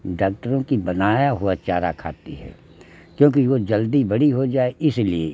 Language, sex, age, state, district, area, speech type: Hindi, male, 60+, Uttar Pradesh, Lucknow, rural, spontaneous